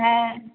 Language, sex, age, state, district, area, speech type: Bengali, female, 18-30, West Bengal, Paschim Bardhaman, rural, conversation